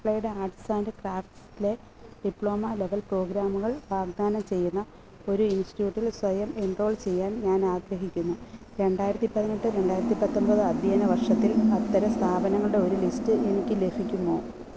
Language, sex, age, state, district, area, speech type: Malayalam, female, 30-45, Kerala, Alappuzha, rural, read